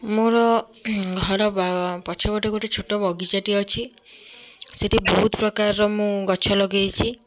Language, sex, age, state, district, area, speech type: Odia, female, 18-30, Odisha, Kendujhar, urban, spontaneous